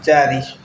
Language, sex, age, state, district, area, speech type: Odia, male, 18-30, Odisha, Kendrapara, urban, spontaneous